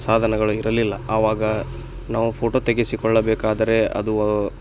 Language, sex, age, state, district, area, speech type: Kannada, male, 18-30, Karnataka, Bagalkot, rural, spontaneous